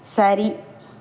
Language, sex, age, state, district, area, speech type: Tamil, female, 18-30, Tamil Nadu, Tiruvallur, rural, read